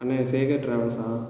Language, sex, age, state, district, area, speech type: Tamil, male, 18-30, Tamil Nadu, Tiruchirappalli, urban, spontaneous